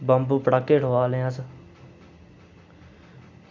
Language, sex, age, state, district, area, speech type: Dogri, male, 30-45, Jammu and Kashmir, Reasi, rural, spontaneous